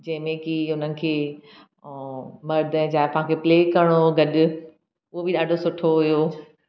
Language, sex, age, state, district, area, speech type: Sindhi, female, 30-45, Maharashtra, Thane, urban, spontaneous